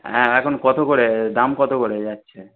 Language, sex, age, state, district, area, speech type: Bengali, male, 30-45, West Bengal, Darjeeling, rural, conversation